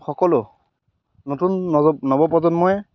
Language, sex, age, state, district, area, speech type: Assamese, male, 18-30, Assam, Majuli, urban, spontaneous